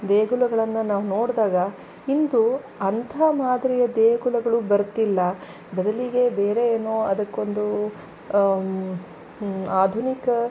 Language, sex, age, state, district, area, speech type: Kannada, female, 30-45, Karnataka, Kolar, urban, spontaneous